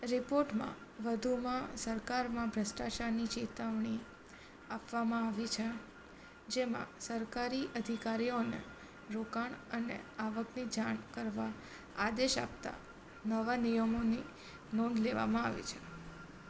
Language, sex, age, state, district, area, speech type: Gujarati, female, 18-30, Gujarat, Surat, urban, read